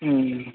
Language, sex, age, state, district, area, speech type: Tamil, male, 30-45, Tamil Nadu, Dharmapuri, rural, conversation